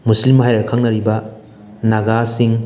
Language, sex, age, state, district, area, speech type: Manipuri, male, 30-45, Manipur, Thoubal, rural, spontaneous